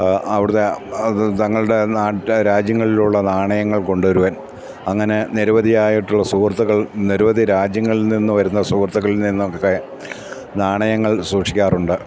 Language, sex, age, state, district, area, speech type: Malayalam, male, 45-60, Kerala, Kottayam, rural, spontaneous